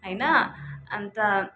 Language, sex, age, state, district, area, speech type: Nepali, female, 30-45, West Bengal, Kalimpong, rural, spontaneous